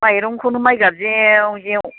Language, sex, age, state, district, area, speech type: Bodo, female, 45-60, Assam, Baksa, rural, conversation